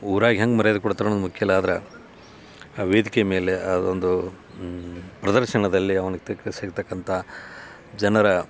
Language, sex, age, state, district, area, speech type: Kannada, male, 45-60, Karnataka, Dharwad, rural, spontaneous